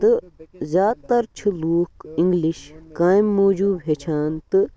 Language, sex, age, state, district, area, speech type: Kashmiri, male, 18-30, Jammu and Kashmir, Baramulla, rural, spontaneous